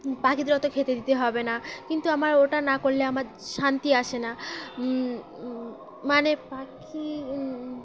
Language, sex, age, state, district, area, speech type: Bengali, female, 18-30, West Bengal, Birbhum, urban, spontaneous